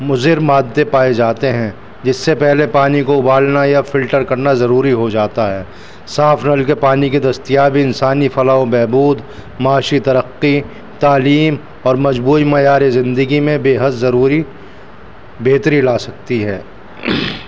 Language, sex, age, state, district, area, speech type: Urdu, male, 30-45, Delhi, New Delhi, urban, spontaneous